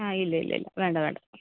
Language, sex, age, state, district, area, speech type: Malayalam, female, 30-45, Kerala, Pathanamthitta, urban, conversation